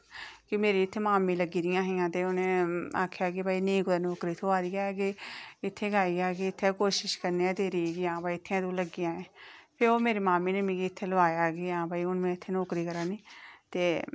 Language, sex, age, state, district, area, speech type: Dogri, female, 30-45, Jammu and Kashmir, Reasi, rural, spontaneous